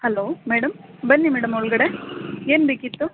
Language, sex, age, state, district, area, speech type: Kannada, female, 30-45, Karnataka, Mandya, urban, conversation